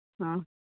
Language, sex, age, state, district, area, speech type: Manipuri, female, 60+, Manipur, Imphal East, rural, conversation